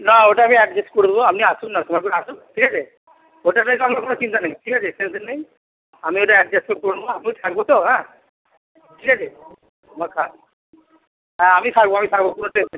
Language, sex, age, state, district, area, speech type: Bengali, male, 45-60, West Bengal, Purba Bardhaman, urban, conversation